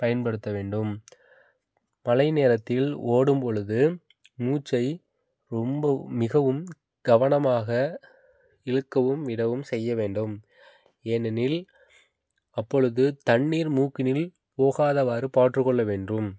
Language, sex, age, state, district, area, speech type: Tamil, male, 18-30, Tamil Nadu, Thanjavur, rural, spontaneous